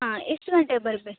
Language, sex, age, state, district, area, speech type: Kannada, female, 30-45, Karnataka, Uttara Kannada, rural, conversation